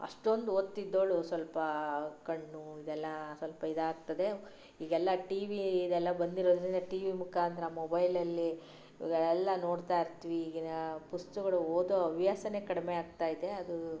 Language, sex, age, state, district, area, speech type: Kannada, female, 45-60, Karnataka, Chitradurga, rural, spontaneous